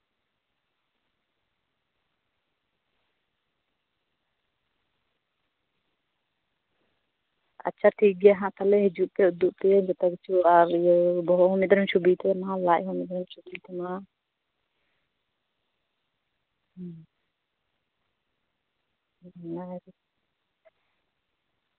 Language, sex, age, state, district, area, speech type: Santali, female, 30-45, West Bengal, Birbhum, rural, conversation